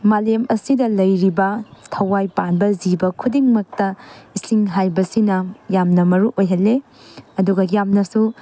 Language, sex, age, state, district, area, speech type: Manipuri, female, 18-30, Manipur, Tengnoupal, rural, spontaneous